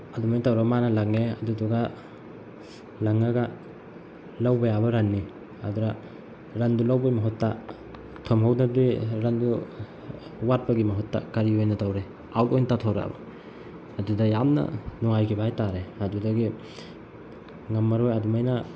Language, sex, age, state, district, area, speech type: Manipuri, male, 18-30, Manipur, Bishnupur, rural, spontaneous